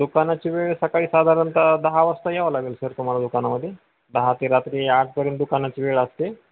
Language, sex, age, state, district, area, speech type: Marathi, male, 45-60, Maharashtra, Jalna, urban, conversation